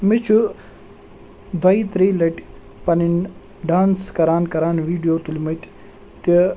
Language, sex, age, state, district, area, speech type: Kashmiri, male, 18-30, Jammu and Kashmir, Srinagar, urban, spontaneous